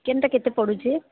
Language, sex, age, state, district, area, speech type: Odia, female, 18-30, Odisha, Subarnapur, urban, conversation